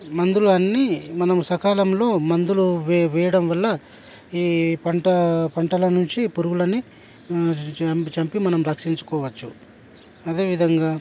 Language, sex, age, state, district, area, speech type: Telugu, male, 30-45, Telangana, Hyderabad, rural, spontaneous